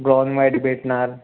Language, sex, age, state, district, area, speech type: Marathi, male, 30-45, Maharashtra, Nagpur, rural, conversation